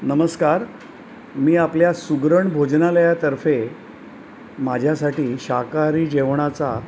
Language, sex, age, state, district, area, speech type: Marathi, male, 60+, Maharashtra, Mumbai Suburban, urban, spontaneous